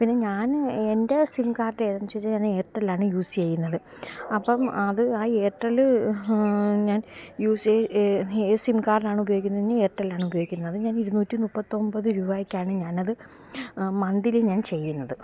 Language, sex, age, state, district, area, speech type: Malayalam, female, 45-60, Kerala, Alappuzha, rural, spontaneous